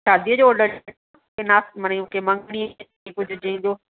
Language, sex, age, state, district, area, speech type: Sindhi, female, 45-60, Maharashtra, Thane, urban, conversation